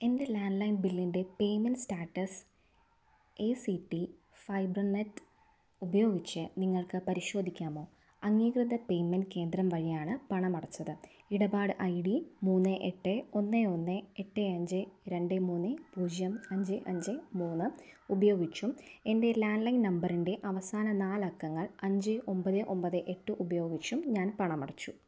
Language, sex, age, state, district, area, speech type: Malayalam, female, 18-30, Kerala, Wayanad, rural, read